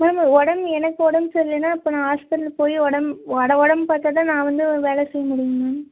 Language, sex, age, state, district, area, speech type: Tamil, female, 30-45, Tamil Nadu, Nilgiris, urban, conversation